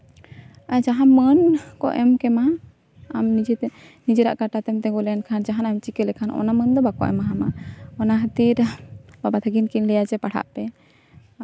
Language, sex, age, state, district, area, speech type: Santali, female, 18-30, West Bengal, Jhargram, rural, spontaneous